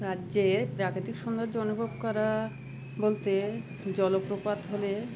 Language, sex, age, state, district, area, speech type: Bengali, female, 45-60, West Bengal, Uttar Dinajpur, urban, spontaneous